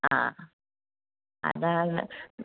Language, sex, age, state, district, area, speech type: Malayalam, female, 18-30, Kerala, Kollam, rural, conversation